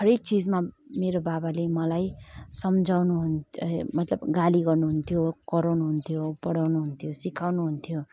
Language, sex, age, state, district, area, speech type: Nepali, female, 18-30, West Bengal, Kalimpong, rural, spontaneous